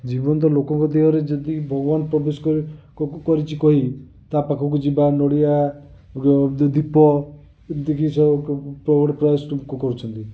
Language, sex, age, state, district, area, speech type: Odia, male, 45-60, Odisha, Cuttack, urban, spontaneous